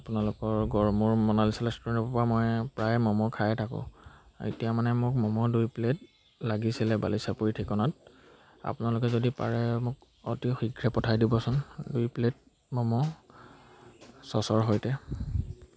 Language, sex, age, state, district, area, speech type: Assamese, male, 18-30, Assam, Majuli, urban, spontaneous